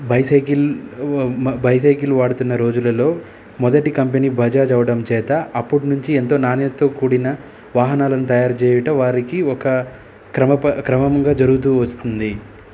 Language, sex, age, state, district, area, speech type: Telugu, male, 30-45, Telangana, Hyderabad, urban, spontaneous